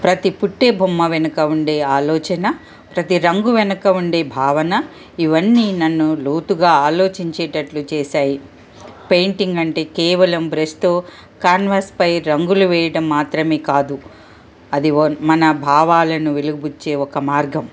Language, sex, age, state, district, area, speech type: Telugu, female, 45-60, Telangana, Ranga Reddy, urban, spontaneous